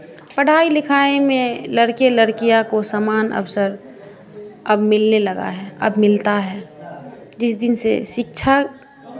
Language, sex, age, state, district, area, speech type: Hindi, female, 45-60, Bihar, Madhepura, rural, spontaneous